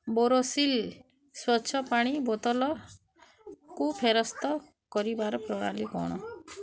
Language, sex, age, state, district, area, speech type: Odia, female, 30-45, Odisha, Bargarh, urban, read